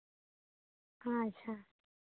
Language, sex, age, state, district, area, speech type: Santali, female, 30-45, Jharkhand, Seraikela Kharsawan, rural, conversation